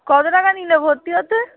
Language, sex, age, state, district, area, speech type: Bengali, female, 18-30, West Bengal, Darjeeling, rural, conversation